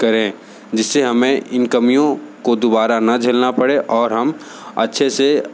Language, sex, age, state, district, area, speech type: Hindi, male, 60+, Uttar Pradesh, Sonbhadra, rural, spontaneous